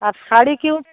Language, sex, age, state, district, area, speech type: Bengali, female, 45-60, West Bengal, Darjeeling, urban, conversation